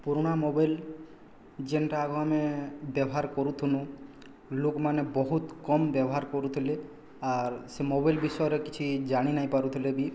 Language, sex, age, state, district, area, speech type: Odia, male, 18-30, Odisha, Boudh, rural, spontaneous